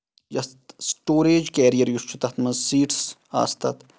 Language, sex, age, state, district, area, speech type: Kashmiri, male, 18-30, Jammu and Kashmir, Shopian, urban, spontaneous